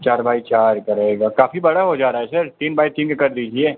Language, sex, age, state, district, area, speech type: Hindi, male, 18-30, Uttar Pradesh, Pratapgarh, urban, conversation